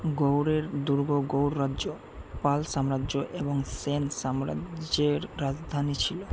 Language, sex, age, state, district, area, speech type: Bengali, male, 18-30, West Bengal, Malda, urban, read